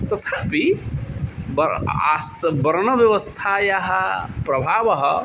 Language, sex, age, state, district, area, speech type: Sanskrit, male, 45-60, Odisha, Cuttack, rural, spontaneous